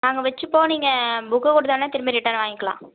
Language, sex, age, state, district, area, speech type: Tamil, female, 18-30, Tamil Nadu, Tiruvarur, rural, conversation